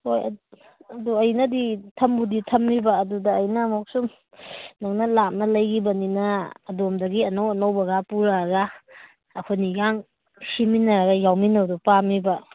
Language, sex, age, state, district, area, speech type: Manipuri, female, 30-45, Manipur, Kakching, rural, conversation